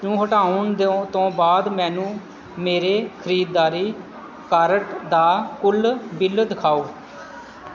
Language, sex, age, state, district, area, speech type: Punjabi, male, 30-45, Punjab, Pathankot, rural, read